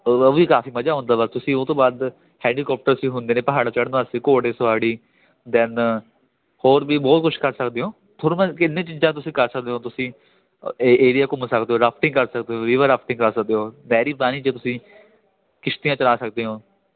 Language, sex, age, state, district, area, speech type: Punjabi, male, 18-30, Punjab, Ludhiana, rural, conversation